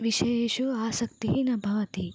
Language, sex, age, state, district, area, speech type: Sanskrit, female, 18-30, Karnataka, Belgaum, urban, spontaneous